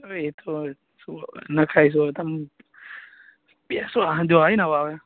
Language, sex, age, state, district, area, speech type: Gujarati, male, 18-30, Gujarat, Anand, urban, conversation